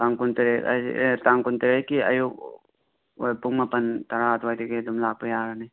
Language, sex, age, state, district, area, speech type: Manipuri, male, 18-30, Manipur, Imphal West, rural, conversation